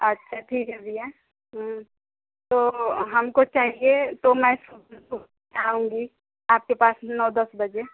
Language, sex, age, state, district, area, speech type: Hindi, female, 30-45, Uttar Pradesh, Ghazipur, rural, conversation